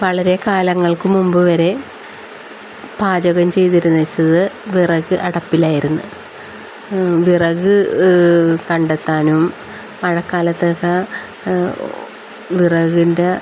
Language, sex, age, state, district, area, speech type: Malayalam, female, 45-60, Kerala, Wayanad, rural, spontaneous